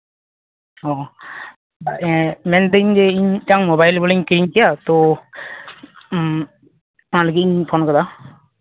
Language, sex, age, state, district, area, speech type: Santali, male, 18-30, West Bengal, Malda, rural, conversation